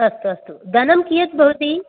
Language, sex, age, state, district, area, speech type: Sanskrit, female, 45-60, Karnataka, Dakshina Kannada, rural, conversation